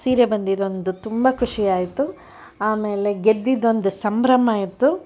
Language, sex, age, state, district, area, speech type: Kannada, female, 60+, Karnataka, Bangalore Urban, urban, spontaneous